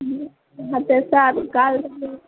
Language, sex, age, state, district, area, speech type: Gujarati, female, 30-45, Gujarat, Morbi, urban, conversation